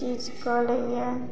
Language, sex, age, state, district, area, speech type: Maithili, female, 30-45, Bihar, Madhubani, rural, spontaneous